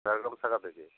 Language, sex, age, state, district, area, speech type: Bengali, male, 60+, West Bengal, Jhargram, rural, conversation